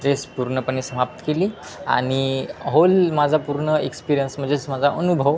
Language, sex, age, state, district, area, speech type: Marathi, male, 18-30, Maharashtra, Wardha, urban, spontaneous